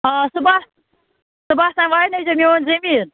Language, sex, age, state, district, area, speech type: Kashmiri, female, 30-45, Jammu and Kashmir, Budgam, rural, conversation